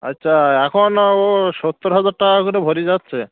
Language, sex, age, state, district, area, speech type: Bengali, male, 30-45, West Bengal, Birbhum, urban, conversation